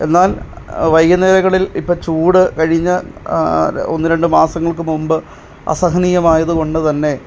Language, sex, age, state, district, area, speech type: Malayalam, male, 18-30, Kerala, Pathanamthitta, urban, spontaneous